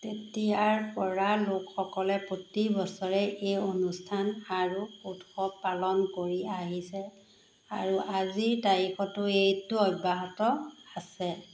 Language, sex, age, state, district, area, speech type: Assamese, female, 30-45, Assam, Golaghat, rural, read